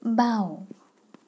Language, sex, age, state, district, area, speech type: Assamese, female, 18-30, Assam, Morigaon, rural, read